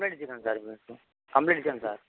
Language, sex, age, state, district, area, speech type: Telugu, male, 30-45, Andhra Pradesh, Bapatla, rural, conversation